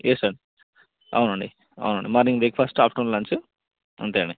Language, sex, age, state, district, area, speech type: Telugu, male, 45-60, Telangana, Peddapalli, urban, conversation